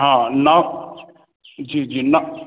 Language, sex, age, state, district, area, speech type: Hindi, male, 60+, Bihar, Begusarai, urban, conversation